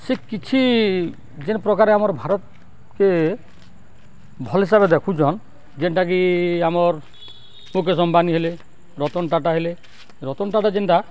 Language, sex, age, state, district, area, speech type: Odia, male, 60+, Odisha, Balangir, urban, spontaneous